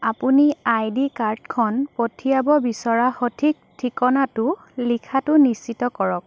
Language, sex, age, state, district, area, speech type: Assamese, female, 30-45, Assam, Biswanath, rural, read